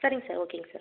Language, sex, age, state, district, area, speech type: Tamil, female, 30-45, Tamil Nadu, Dharmapuri, rural, conversation